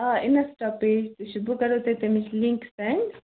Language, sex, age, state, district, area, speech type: Kashmiri, female, 18-30, Jammu and Kashmir, Ganderbal, rural, conversation